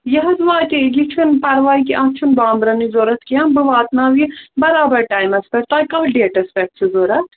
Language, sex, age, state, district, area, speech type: Kashmiri, female, 45-60, Jammu and Kashmir, Srinagar, urban, conversation